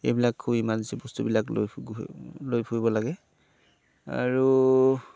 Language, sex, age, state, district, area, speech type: Assamese, male, 30-45, Assam, Sivasagar, rural, spontaneous